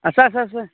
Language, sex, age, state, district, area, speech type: Assamese, male, 30-45, Assam, Darrang, rural, conversation